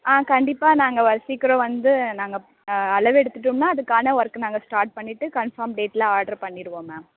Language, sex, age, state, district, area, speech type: Tamil, female, 18-30, Tamil Nadu, Perambalur, rural, conversation